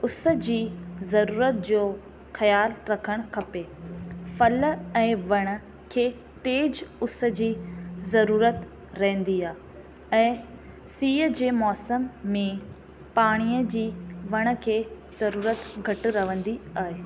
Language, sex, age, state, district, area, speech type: Sindhi, female, 18-30, Rajasthan, Ajmer, urban, spontaneous